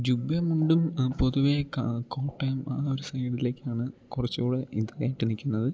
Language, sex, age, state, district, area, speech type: Malayalam, male, 18-30, Kerala, Idukki, rural, spontaneous